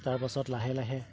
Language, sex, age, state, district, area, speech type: Assamese, male, 60+, Assam, Golaghat, urban, spontaneous